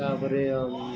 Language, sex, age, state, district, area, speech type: Odia, male, 30-45, Odisha, Puri, urban, spontaneous